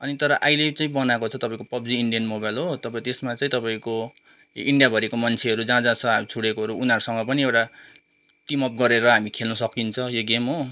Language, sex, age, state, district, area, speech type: Nepali, male, 30-45, West Bengal, Kalimpong, rural, spontaneous